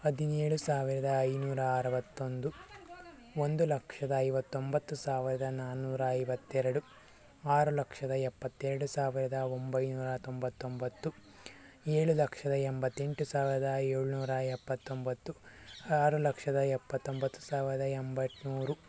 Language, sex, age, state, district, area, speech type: Kannada, male, 60+, Karnataka, Tumkur, rural, spontaneous